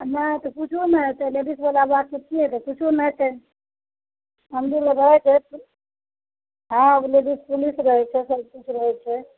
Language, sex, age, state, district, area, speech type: Maithili, female, 30-45, Bihar, Madhepura, rural, conversation